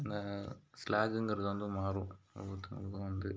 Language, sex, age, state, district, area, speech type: Tamil, male, 45-60, Tamil Nadu, Mayiladuthurai, rural, spontaneous